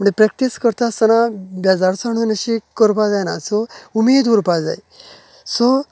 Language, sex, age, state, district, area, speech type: Goan Konkani, male, 30-45, Goa, Canacona, rural, spontaneous